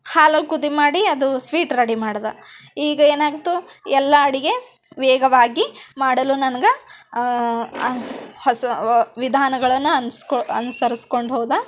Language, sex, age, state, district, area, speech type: Kannada, female, 18-30, Karnataka, Bidar, urban, spontaneous